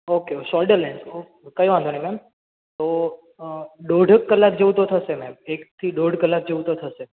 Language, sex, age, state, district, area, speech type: Gujarati, male, 18-30, Gujarat, Surat, urban, conversation